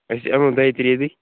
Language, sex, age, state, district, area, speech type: Kashmiri, male, 18-30, Jammu and Kashmir, Kupwara, urban, conversation